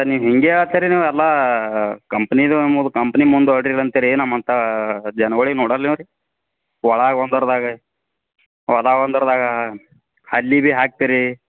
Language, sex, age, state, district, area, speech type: Kannada, male, 18-30, Karnataka, Gulbarga, urban, conversation